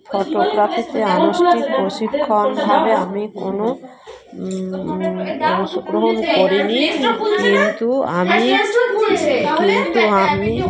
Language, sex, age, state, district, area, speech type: Bengali, female, 30-45, West Bengal, Dakshin Dinajpur, urban, spontaneous